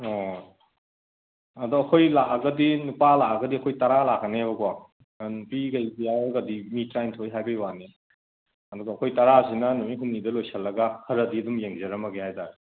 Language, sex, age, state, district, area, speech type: Manipuri, male, 30-45, Manipur, Kangpokpi, urban, conversation